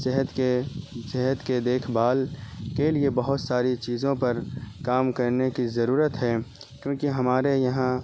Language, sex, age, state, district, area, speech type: Urdu, male, 18-30, Bihar, Saharsa, rural, spontaneous